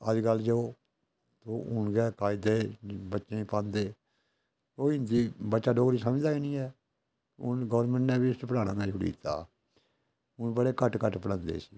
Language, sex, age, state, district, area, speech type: Dogri, male, 60+, Jammu and Kashmir, Udhampur, rural, spontaneous